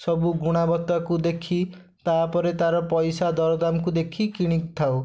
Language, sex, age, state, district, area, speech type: Odia, male, 30-45, Odisha, Bhadrak, rural, spontaneous